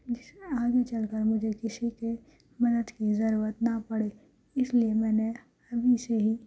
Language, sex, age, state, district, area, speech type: Urdu, female, 18-30, Telangana, Hyderabad, urban, spontaneous